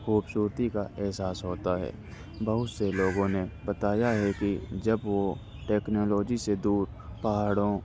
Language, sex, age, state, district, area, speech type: Urdu, male, 30-45, Delhi, North East Delhi, urban, spontaneous